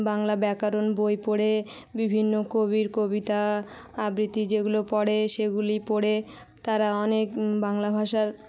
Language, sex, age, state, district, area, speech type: Bengali, female, 18-30, West Bengal, South 24 Parganas, rural, spontaneous